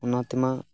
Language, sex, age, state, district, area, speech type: Santali, male, 18-30, West Bengal, Purba Bardhaman, rural, spontaneous